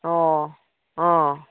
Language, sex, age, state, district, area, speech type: Manipuri, female, 30-45, Manipur, Kangpokpi, urban, conversation